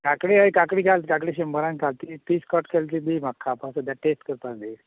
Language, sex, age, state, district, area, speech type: Goan Konkani, male, 45-60, Goa, Canacona, rural, conversation